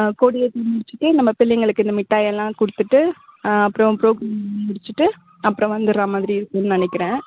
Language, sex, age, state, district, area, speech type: Tamil, female, 30-45, Tamil Nadu, Vellore, urban, conversation